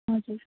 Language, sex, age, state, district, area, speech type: Nepali, female, 30-45, West Bengal, Darjeeling, rural, conversation